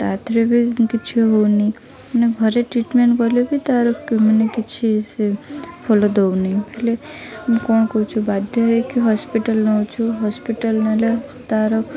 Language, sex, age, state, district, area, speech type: Odia, female, 18-30, Odisha, Malkangiri, urban, spontaneous